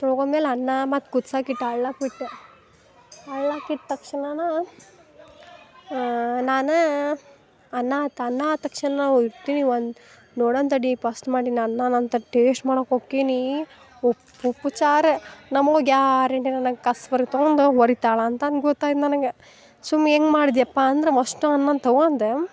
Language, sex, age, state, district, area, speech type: Kannada, female, 18-30, Karnataka, Dharwad, urban, spontaneous